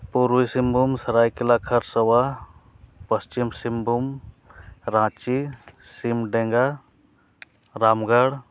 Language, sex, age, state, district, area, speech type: Santali, male, 30-45, Jharkhand, East Singhbhum, rural, spontaneous